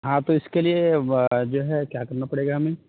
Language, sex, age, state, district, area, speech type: Urdu, male, 30-45, Uttar Pradesh, Aligarh, rural, conversation